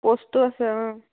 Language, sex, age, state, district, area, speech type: Assamese, female, 18-30, Assam, Dhemaji, rural, conversation